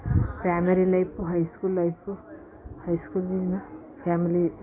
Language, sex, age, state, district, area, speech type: Kannada, female, 45-60, Karnataka, Bidar, urban, spontaneous